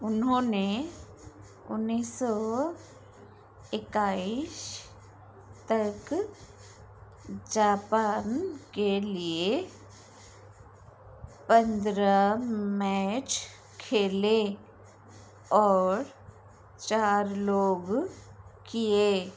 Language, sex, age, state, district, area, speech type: Hindi, female, 45-60, Madhya Pradesh, Chhindwara, rural, read